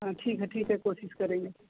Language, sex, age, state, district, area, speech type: Hindi, female, 30-45, Uttar Pradesh, Mau, rural, conversation